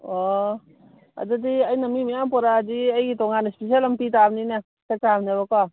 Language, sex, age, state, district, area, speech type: Manipuri, female, 45-60, Manipur, Kangpokpi, urban, conversation